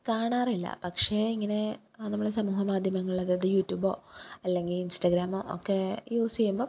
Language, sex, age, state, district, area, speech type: Malayalam, female, 18-30, Kerala, Pathanamthitta, rural, spontaneous